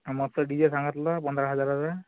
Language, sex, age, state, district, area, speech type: Marathi, male, 18-30, Maharashtra, Amravati, urban, conversation